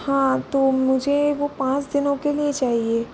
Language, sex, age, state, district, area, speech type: Hindi, female, 18-30, Rajasthan, Jaipur, urban, spontaneous